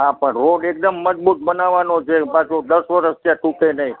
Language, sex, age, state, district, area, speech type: Gujarati, male, 60+, Gujarat, Rajkot, urban, conversation